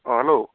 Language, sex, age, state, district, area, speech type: Assamese, male, 30-45, Assam, Charaideo, rural, conversation